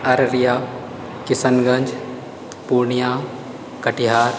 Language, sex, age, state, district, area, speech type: Maithili, male, 45-60, Bihar, Purnia, rural, spontaneous